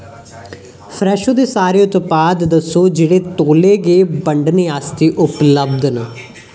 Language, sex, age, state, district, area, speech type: Dogri, male, 18-30, Jammu and Kashmir, Jammu, rural, read